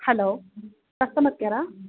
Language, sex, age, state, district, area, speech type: Tamil, female, 18-30, Tamil Nadu, Nilgiris, rural, conversation